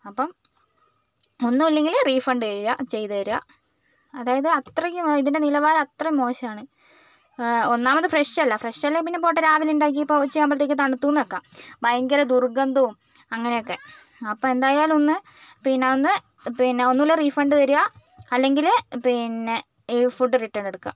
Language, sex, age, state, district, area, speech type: Malayalam, female, 45-60, Kerala, Wayanad, rural, spontaneous